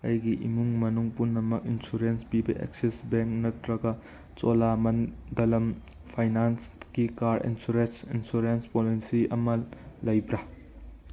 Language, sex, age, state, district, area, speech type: Manipuri, male, 18-30, Manipur, Churachandpur, rural, read